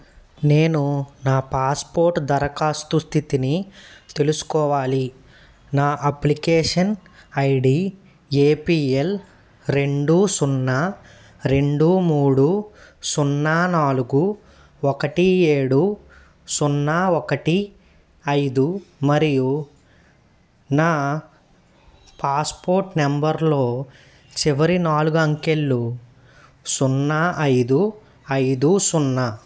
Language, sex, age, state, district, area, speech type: Telugu, male, 30-45, Andhra Pradesh, N T Rama Rao, urban, read